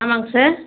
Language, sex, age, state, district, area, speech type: Tamil, female, 30-45, Tamil Nadu, Viluppuram, rural, conversation